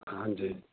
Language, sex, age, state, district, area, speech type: Punjabi, male, 45-60, Punjab, Fazilka, rural, conversation